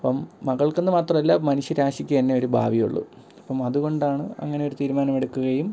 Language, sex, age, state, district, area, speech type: Malayalam, male, 18-30, Kerala, Thiruvananthapuram, rural, spontaneous